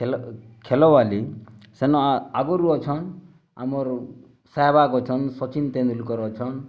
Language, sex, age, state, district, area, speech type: Odia, male, 30-45, Odisha, Bargarh, rural, spontaneous